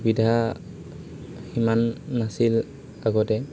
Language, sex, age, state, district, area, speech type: Assamese, male, 18-30, Assam, Sivasagar, urban, spontaneous